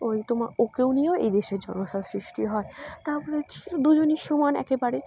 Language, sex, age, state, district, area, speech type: Bengali, female, 18-30, West Bengal, Dakshin Dinajpur, urban, spontaneous